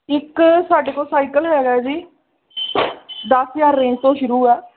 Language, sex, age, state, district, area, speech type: Punjabi, female, 30-45, Punjab, Pathankot, rural, conversation